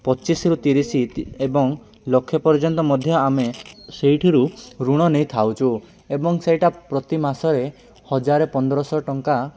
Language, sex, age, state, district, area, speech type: Odia, male, 18-30, Odisha, Nabarangpur, urban, spontaneous